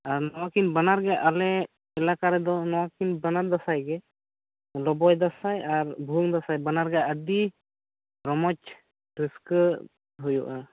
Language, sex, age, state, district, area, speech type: Santali, male, 18-30, West Bengal, Bankura, rural, conversation